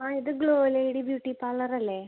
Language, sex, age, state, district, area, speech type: Malayalam, female, 18-30, Kerala, Ernakulam, rural, conversation